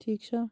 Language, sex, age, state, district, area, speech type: Kashmiri, female, 30-45, Jammu and Kashmir, Bandipora, rural, spontaneous